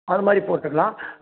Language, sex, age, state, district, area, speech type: Tamil, male, 60+, Tamil Nadu, Salem, urban, conversation